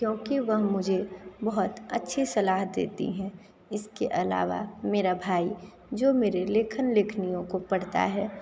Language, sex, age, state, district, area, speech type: Hindi, female, 30-45, Uttar Pradesh, Sonbhadra, rural, spontaneous